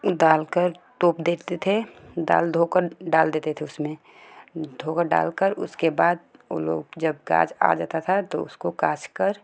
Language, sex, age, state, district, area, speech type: Hindi, female, 18-30, Uttar Pradesh, Ghazipur, rural, spontaneous